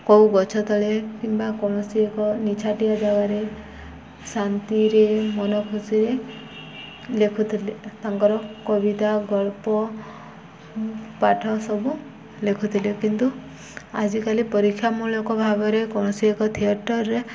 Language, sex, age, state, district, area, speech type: Odia, female, 18-30, Odisha, Subarnapur, urban, spontaneous